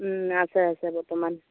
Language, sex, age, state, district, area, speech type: Assamese, female, 30-45, Assam, Lakhimpur, rural, conversation